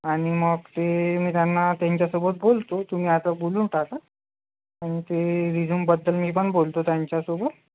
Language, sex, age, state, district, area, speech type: Marathi, male, 30-45, Maharashtra, Nagpur, urban, conversation